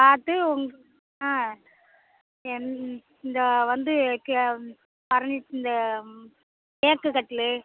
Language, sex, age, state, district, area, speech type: Tamil, female, 60+, Tamil Nadu, Pudukkottai, rural, conversation